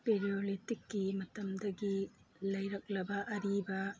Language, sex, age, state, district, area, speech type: Manipuri, female, 45-60, Manipur, Churachandpur, urban, read